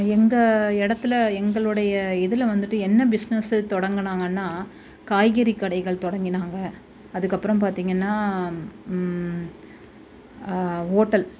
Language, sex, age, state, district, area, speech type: Tamil, female, 30-45, Tamil Nadu, Chennai, urban, spontaneous